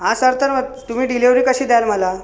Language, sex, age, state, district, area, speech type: Marathi, male, 18-30, Maharashtra, Buldhana, urban, spontaneous